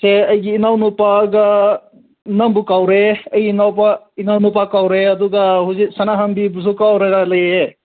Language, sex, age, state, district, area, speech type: Manipuri, male, 18-30, Manipur, Senapati, rural, conversation